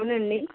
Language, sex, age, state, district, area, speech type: Telugu, female, 18-30, Andhra Pradesh, Krishna, rural, conversation